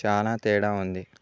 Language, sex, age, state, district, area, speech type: Telugu, male, 18-30, Telangana, Bhadradri Kothagudem, rural, spontaneous